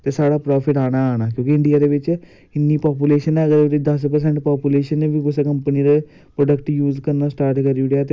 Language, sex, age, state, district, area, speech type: Dogri, male, 18-30, Jammu and Kashmir, Samba, urban, spontaneous